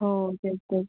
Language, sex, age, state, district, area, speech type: Marathi, female, 18-30, Maharashtra, Raigad, rural, conversation